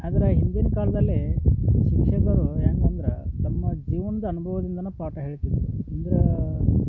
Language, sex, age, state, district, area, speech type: Kannada, male, 30-45, Karnataka, Dharwad, rural, spontaneous